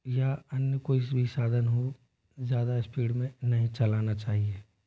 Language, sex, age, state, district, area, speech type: Hindi, male, 18-30, Rajasthan, Jodhpur, rural, spontaneous